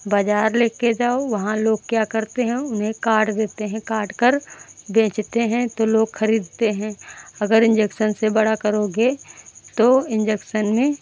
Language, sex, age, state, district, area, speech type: Hindi, female, 45-60, Uttar Pradesh, Lucknow, rural, spontaneous